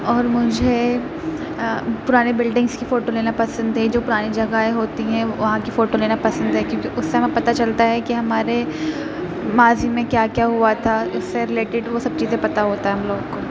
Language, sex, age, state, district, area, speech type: Urdu, female, 30-45, Uttar Pradesh, Aligarh, rural, spontaneous